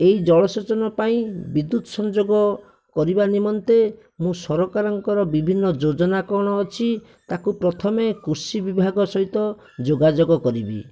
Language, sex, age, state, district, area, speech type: Odia, male, 60+, Odisha, Bhadrak, rural, spontaneous